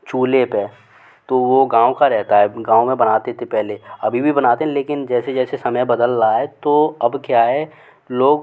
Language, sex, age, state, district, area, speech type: Hindi, male, 18-30, Madhya Pradesh, Gwalior, urban, spontaneous